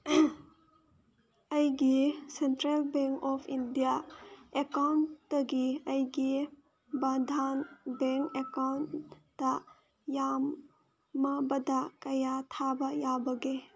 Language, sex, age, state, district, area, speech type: Manipuri, female, 30-45, Manipur, Senapati, rural, read